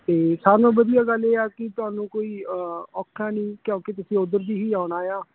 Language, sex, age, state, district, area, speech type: Punjabi, male, 30-45, Punjab, Hoshiarpur, urban, conversation